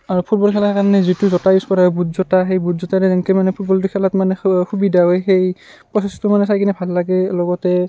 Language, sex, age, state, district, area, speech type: Assamese, male, 18-30, Assam, Barpeta, rural, spontaneous